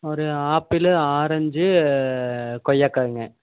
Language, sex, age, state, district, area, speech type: Tamil, male, 18-30, Tamil Nadu, Erode, rural, conversation